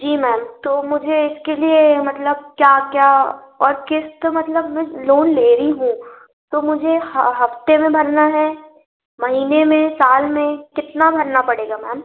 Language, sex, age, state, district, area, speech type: Hindi, female, 18-30, Madhya Pradesh, Betul, urban, conversation